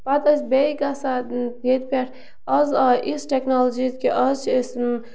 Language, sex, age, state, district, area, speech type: Kashmiri, female, 30-45, Jammu and Kashmir, Bandipora, rural, spontaneous